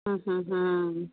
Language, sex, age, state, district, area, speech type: Kannada, female, 30-45, Karnataka, Mandya, urban, conversation